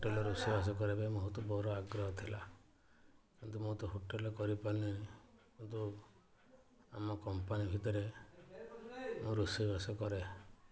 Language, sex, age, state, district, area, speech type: Odia, male, 45-60, Odisha, Balasore, rural, spontaneous